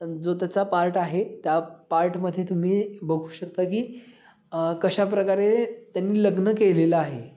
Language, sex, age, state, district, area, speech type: Marathi, male, 18-30, Maharashtra, Sangli, urban, spontaneous